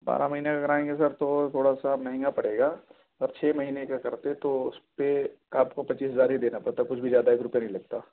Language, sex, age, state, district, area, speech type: Urdu, male, 18-30, Uttar Pradesh, Ghaziabad, urban, conversation